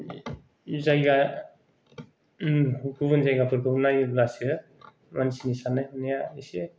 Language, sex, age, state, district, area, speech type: Bodo, male, 30-45, Assam, Kokrajhar, rural, spontaneous